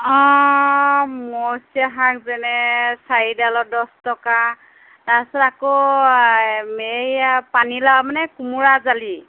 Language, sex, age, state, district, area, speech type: Assamese, female, 30-45, Assam, Nagaon, rural, conversation